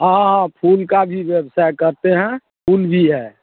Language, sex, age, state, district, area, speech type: Hindi, male, 60+, Bihar, Darbhanga, urban, conversation